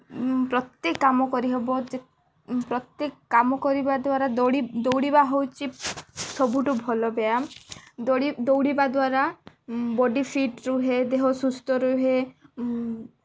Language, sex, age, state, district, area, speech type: Odia, female, 18-30, Odisha, Nabarangpur, urban, spontaneous